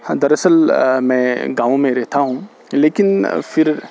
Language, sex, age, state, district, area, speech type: Urdu, male, 18-30, Jammu and Kashmir, Srinagar, rural, spontaneous